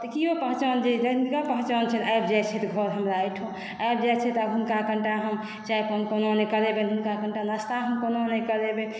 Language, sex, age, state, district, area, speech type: Maithili, female, 60+, Bihar, Saharsa, rural, spontaneous